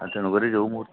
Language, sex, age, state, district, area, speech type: Odia, male, 45-60, Odisha, Sambalpur, rural, conversation